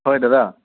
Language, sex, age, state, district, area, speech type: Assamese, male, 18-30, Assam, Sonitpur, rural, conversation